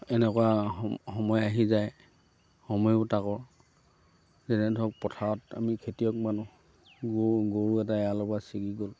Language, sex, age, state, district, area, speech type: Assamese, male, 60+, Assam, Lakhimpur, urban, spontaneous